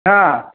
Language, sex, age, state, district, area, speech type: Marathi, male, 60+, Maharashtra, Kolhapur, urban, conversation